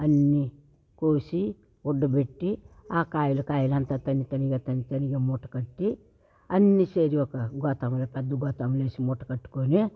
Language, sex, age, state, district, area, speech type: Telugu, female, 60+, Andhra Pradesh, Sri Balaji, urban, spontaneous